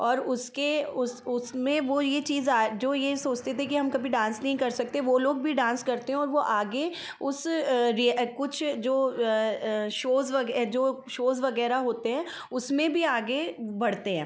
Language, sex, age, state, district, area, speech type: Hindi, female, 30-45, Madhya Pradesh, Ujjain, urban, spontaneous